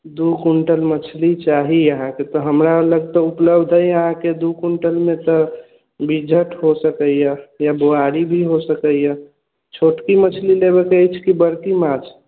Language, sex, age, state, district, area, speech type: Maithili, male, 45-60, Bihar, Sitamarhi, rural, conversation